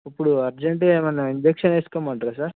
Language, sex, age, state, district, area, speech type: Telugu, male, 30-45, Telangana, Mancherial, rural, conversation